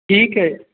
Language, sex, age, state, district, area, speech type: Punjabi, male, 45-60, Punjab, Shaheed Bhagat Singh Nagar, urban, conversation